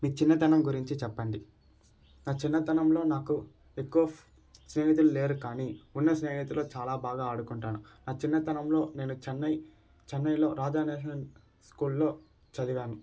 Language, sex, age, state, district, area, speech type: Telugu, male, 18-30, Andhra Pradesh, Sri Balaji, rural, spontaneous